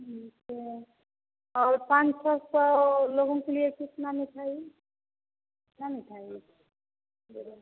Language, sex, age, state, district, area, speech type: Hindi, female, 30-45, Uttar Pradesh, Azamgarh, rural, conversation